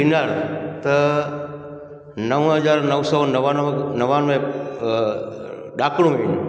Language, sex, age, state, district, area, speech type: Sindhi, male, 45-60, Gujarat, Junagadh, urban, spontaneous